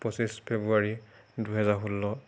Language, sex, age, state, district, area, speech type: Assamese, male, 30-45, Assam, Nagaon, rural, spontaneous